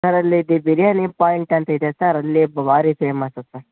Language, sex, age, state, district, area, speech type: Kannada, male, 18-30, Karnataka, Chitradurga, urban, conversation